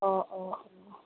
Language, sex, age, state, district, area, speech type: Assamese, female, 45-60, Assam, Darrang, rural, conversation